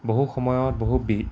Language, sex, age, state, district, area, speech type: Assamese, male, 18-30, Assam, Dibrugarh, rural, spontaneous